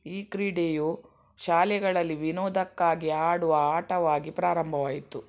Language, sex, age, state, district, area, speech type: Kannada, female, 60+, Karnataka, Udupi, rural, read